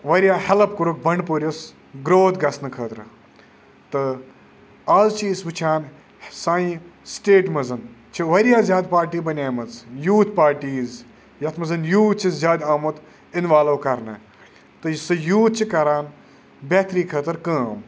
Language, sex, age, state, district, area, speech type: Kashmiri, male, 30-45, Jammu and Kashmir, Kupwara, rural, spontaneous